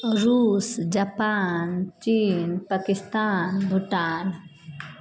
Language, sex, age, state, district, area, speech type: Maithili, female, 18-30, Bihar, Sitamarhi, rural, spontaneous